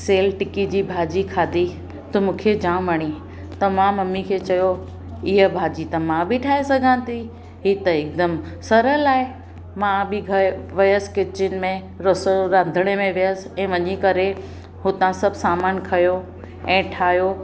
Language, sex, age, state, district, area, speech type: Sindhi, female, 45-60, Maharashtra, Mumbai Suburban, urban, spontaneous